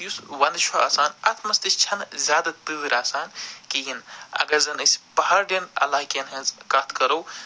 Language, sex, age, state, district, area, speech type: Kashmiri, male, 45-60, Jammu and Kashmir, Budgam, urban, spontaneous